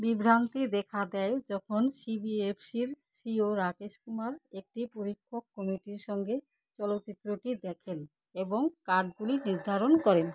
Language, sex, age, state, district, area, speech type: Bengali, female, 30-45, West Bengal, Alipurduar, rural, read